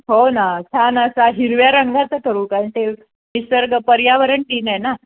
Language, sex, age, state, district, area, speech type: Marathi, female, 60+, Maharashtra, Nashik, urban, conversation